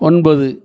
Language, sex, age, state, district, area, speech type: Tamil, male, 45-60, Tamil Nadu, Thoothukudi, rural, read